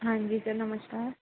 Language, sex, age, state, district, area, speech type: Punjabi, female, 18-30, Punjab, Pathankot, rural, conversation